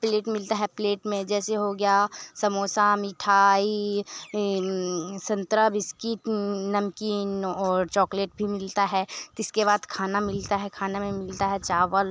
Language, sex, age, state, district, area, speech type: Hindi, female, 18-30, Bihar, Muzaffarpur, rural, spontaneous